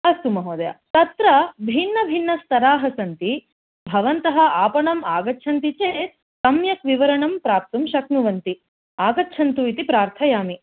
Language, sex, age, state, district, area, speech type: Sanskrit, female, 30-45, Karnataka, Hassan, urban, conversation